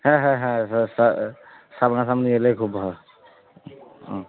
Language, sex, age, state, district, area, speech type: Bengali, male, 30-45, West Bengal, Darjeeling, rural, conversation